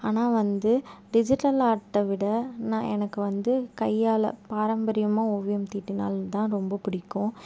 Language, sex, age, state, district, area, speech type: Tamil, female, 18-30, Tamil Nadu, Tiruppur, rural, spontaneous